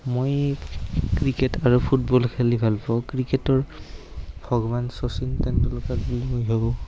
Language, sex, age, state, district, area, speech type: Assamese, male, 18-30, Assam, Barpeta, rural, spontaneous